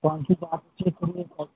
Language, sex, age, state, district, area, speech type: Hindi, male, 18-30, Uttar Pradesh, Azamgarh, rural, conversation